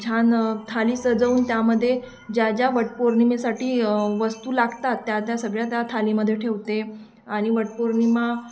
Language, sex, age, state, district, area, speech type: Marathi, female, 18-30, Maharashtra, Thane, urban, spontaneous